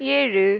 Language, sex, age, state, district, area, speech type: Tamil, female, 30-45, Tamil Nadu, Viluppuram, rural, read